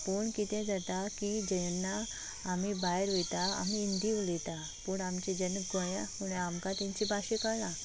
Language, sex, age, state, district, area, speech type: Goan Konkani, female, 18-30, Goa, Canacona, rural, spontaneous